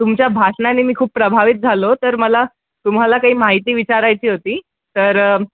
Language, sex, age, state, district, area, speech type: Marathi, male, 18-30, Maharashtra, Wardha, urban, conversation